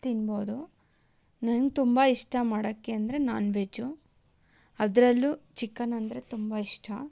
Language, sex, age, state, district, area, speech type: Kannada, female, 18-30, Karnataka, Tumkur, urban, spontaneous